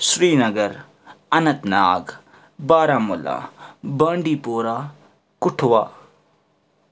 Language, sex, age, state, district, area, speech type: Kashmiri, male, 30-45, Jammu and Kashmir, Srinagar, urban, spontaneous